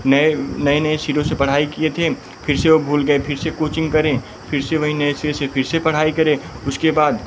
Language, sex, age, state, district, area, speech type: Hindi, male, 18-30, Uttar Pradesh, Pratapgarh, urban, spontaneous